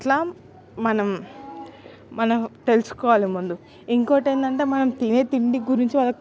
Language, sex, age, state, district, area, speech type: Telugu, female, 18-30, Telangana, Nalgonda, urban, spontaneous